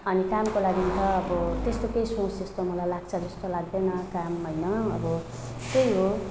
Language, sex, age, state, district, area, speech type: Nepali, female, 30-45, West Bengal, Alipurduar, urban, spontaneous